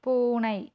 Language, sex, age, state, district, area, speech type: Tamil, female, 30-45, Tamil Nadu, Theni, urban, read